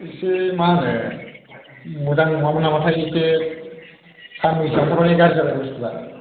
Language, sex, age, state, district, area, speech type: Bodo, male, 18-30, Assam, Udalguri, rural, conversation